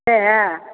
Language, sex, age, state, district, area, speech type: Maithili, female, 45-60, Bihar, Darbhanga, urban, conversation